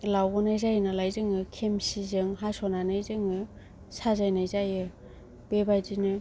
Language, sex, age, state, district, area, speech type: Bodo, female, 18-30, Assam, Kokrajhar, rural, spontaneous